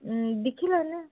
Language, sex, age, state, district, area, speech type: Dogri, female, 18-30, Jammu and Kashmir, Udhampur, rural, conversation